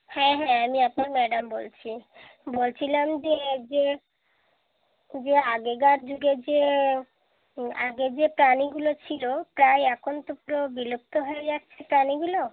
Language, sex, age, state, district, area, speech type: Bengali, female, 30-45, West Bengal, Dakshin Dinajpur, urban, conversation